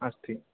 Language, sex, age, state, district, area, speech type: Sanskrit, male, 18-30, Telangana, Mahbubnagar, urban, conversation